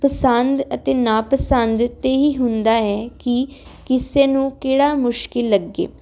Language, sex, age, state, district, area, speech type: Punjabi, female, 18-30, Punjab, Jalandhar, urban, spontaneous